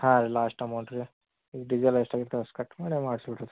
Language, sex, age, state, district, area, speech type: Kannada, male, 30-45, Karnataka, Belgaum, rural, conversation